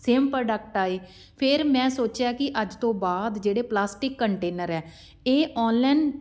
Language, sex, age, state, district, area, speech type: Punjabi, female, 30-45, Punjab, Patiala, rural, spontaneous